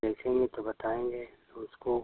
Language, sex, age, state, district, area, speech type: Hindi, male, 60+, Uttar Pradesh, Ghazipur, rural, conversation